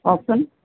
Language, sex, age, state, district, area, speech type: Assamese, female, 60+, Assam, Lakhimpur, urban, conversation